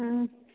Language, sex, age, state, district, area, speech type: Manipuri, female, 18-30, Manipur, Churachandpur, rural, conversation